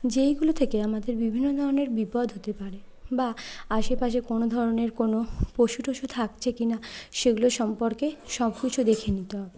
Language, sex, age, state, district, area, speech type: Bengali, female, 30-45, West Bengal, Bankura, urban, spontaneous